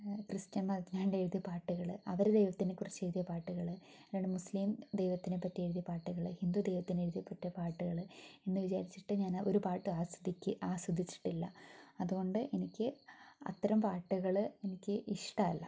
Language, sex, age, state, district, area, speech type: Malayalam, female, 18-30, Kerala, Wayanad, rural, spontaneous